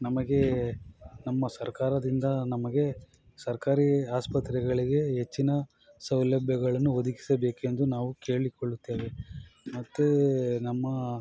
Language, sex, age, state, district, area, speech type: Kannada, male, 45-60, Karnataka, Bangalore Urban, rural, spontaneous